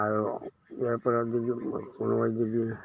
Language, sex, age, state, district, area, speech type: Assamese, male, 60+, Assam, Udalguri, rural, spontaneous